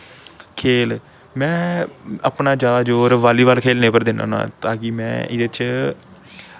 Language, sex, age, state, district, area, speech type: Dogri, male, 18-30, Jammu and Kashmir, Samba, urban, spontaneous